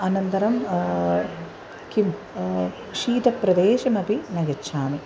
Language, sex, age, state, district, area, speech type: Sanskrit, female, 30-45, Kerala, Ernakulam, urban, spontaneous